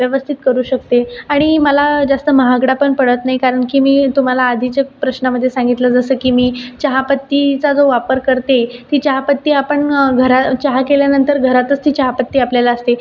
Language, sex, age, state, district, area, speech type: Marathi, female, 30-45, Maharashtra, Buldhana, rural, spontaneous